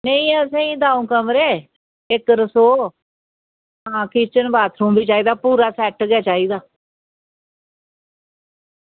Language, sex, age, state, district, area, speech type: Dogri, female, 60+, Jammu and Kashmir, Reasi, rural, conversation